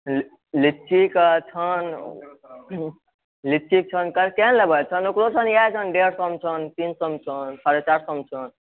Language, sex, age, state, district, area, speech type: Maithili, female, 30-45, Bihar, Purnia, urban, conversation